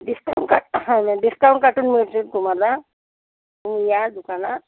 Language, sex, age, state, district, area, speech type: Marathi, female, 60+, Maharashtra, Nagpur, urban, conversation